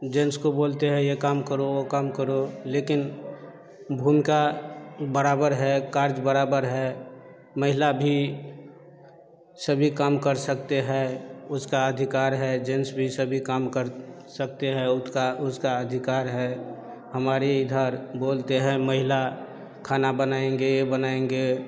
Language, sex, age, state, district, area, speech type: Hindi, male, 30-45, Bihar, Darbhanga, rural, spontaneous